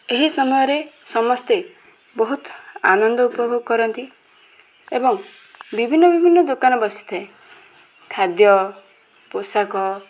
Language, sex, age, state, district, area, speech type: Odia, female, 18-30, Odisha, Bhadrak, rural, spontaneous